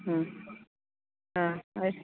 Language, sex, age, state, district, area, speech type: Kannada, female, 60+, Karnataka, Udupi, rural, conversation